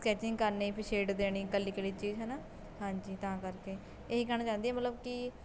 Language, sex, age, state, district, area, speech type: Punjabi, female, 18-30, Punjab, Shaheed Bhagat Singh Nagar, rural, spontaneous